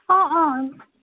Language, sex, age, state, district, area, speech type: Assamese, female, 18-30, Assam, Udalguri, rural, conversation